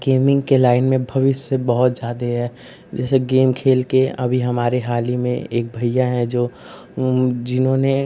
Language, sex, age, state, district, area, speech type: Hindi, male, 18-30, Uttar Pradesh, Ghazipur, urban, spontaneous